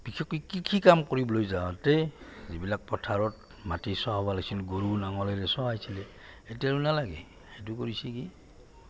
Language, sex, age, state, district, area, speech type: Assamese, male, 60+, Assam, Goalpara, urban, spontaneous